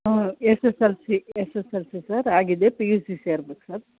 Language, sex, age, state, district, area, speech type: Kannada, female, 60+, Karnataka, Chitradurga, rural, conversation